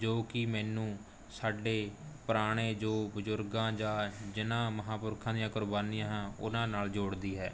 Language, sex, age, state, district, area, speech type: Punjabi, male, 18-30, Punjab, Rupnagar, urban, spontaneous